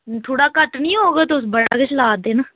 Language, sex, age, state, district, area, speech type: Dogri, female, 18-30, Jammu and Kashmir, Udhampur, rural, conversation